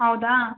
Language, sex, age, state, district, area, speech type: Kannada, female, 30-45, Karnataka, Hassan, urban, conversation